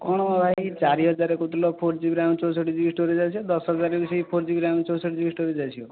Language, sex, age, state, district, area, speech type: Odia, male, 18-30, Odisha, Jajpur, rural, conversation